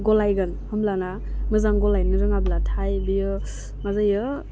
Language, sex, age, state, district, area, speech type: Bodo, female, 18-30, Assam, Udalguri, urban, spontaneous